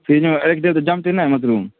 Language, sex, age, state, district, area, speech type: Maithili, male, 18-30, Bihar, Darbhanga, rural, conversation